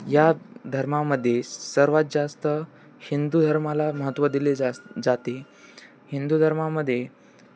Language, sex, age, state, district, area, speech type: Marathi, male, 18-30, Maharashtra, Nanded, urban, spontaneous